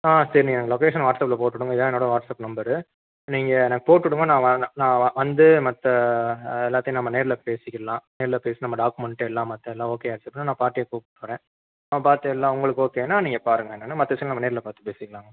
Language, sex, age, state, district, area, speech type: Tamil, male, 18-30, Tamil Nadu, Madurai, urban, conversation